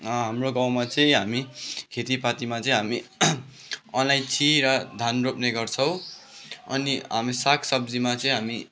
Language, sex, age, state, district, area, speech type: Nepali, male, 18-30, West Bengal, Kalimpong, rural, spontaneous